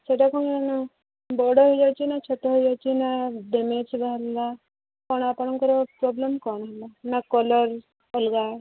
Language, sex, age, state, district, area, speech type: Odia, female, 18-30, Odisha, Subarnapur, urban, conversation